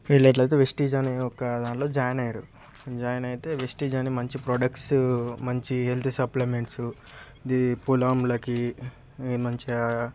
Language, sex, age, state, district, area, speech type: Telugu, male, 18-30, Telangana, Peddapalli, rural, spontaneous